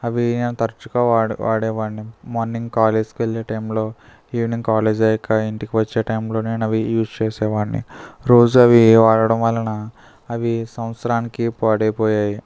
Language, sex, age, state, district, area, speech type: Telugu, male, 30-45, Andhra Pradesh, Eluru, rural, spontaneous